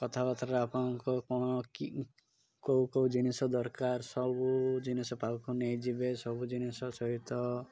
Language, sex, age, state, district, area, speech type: Odia, male, 30-45, Odisha, Malkangiri, urban, spontaneous